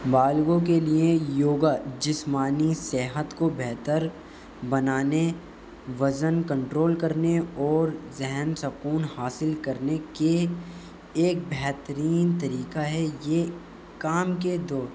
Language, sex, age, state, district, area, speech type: Urdu, male, 18-30, Delhi, East Delhi, urban, spontaneous